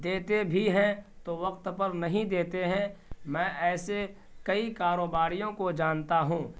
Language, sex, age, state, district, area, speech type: Urdu, male, 18-30, Bihar, Purnia, rural, spontaneous